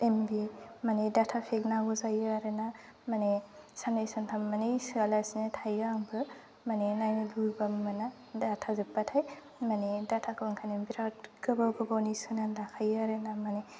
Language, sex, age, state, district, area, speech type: Bodo, female, 18-30, Assam, Udalguri, rural, spontaneous